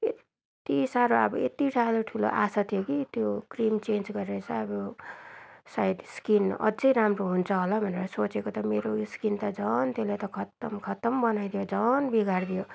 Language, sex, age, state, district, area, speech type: Nepali, female, 30-45, West Bengal, Darjeeling, rural, spontaneous